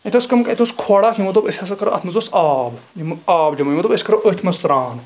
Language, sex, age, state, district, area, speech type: Kashmiri, male, 18-30, Jammu and Kashmir, Kulgam, rural, spontaneous